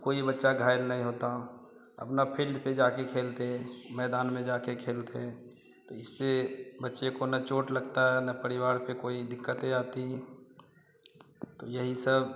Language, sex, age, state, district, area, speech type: Hindi, male, 30-45, Bihar, Madhepura, rural, spontaneous